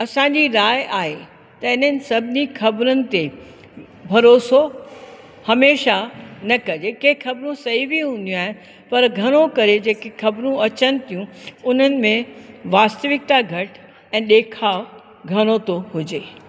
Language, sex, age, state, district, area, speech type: Sindhi, female, 60+, Uttar Pradesh, Lucknow, urban, spontaneous